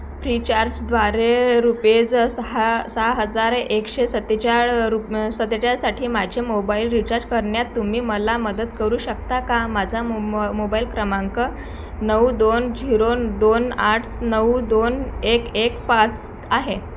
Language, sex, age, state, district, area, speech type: Marathi, female, 18-30, Maharashtra, Thane, rural, read